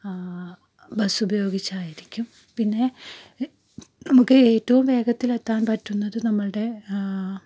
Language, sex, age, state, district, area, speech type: Malayalam, female, 30-45, Kerala, Malappuram, rural, spontaneous